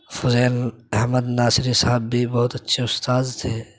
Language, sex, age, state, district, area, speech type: Urdu, male, 18-30, Delhi, Central Delhi, urban, spontaneous